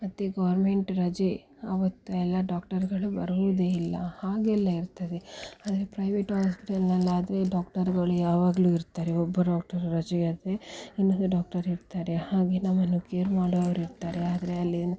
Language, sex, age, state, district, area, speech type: Kannada, female, 18-30, Karnataka, Dakshina Kannada, rural, spontaneous